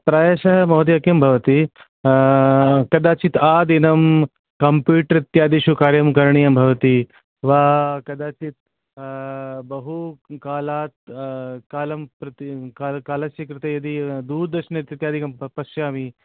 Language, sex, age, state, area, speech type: Sanskrit, male, 30-45, Rajasthan, rural, conversation